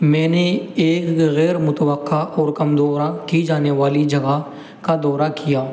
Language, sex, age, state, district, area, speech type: Urdu, male, 18-30, Uttar Pradesh, Muzaffarnagar, urban, spontaneous